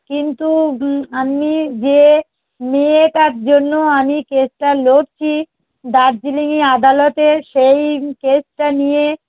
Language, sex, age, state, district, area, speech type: Bengali, female, 45-60, West Bengal, Darjeeling, urban, conversation